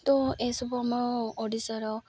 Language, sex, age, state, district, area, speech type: Odia, female, 18-30, Odisha, Malkangiri, urban, spontaneous